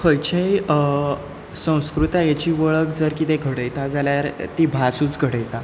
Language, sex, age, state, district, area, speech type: Goan Konkani, male, 18-30, Goa, Bardez, rural, spontaneous